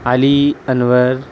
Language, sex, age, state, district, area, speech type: Urdu, male, 18-30, Delhi, South Delhi, urban, spontaneous